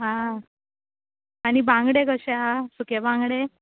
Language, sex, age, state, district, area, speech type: Goan Konkani, female, 18-30, Goa, Quepem, rural, conversation